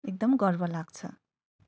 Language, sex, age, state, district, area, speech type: Nepali, female, 30-45, West Bengal, Darjeeling, rural, spontaneous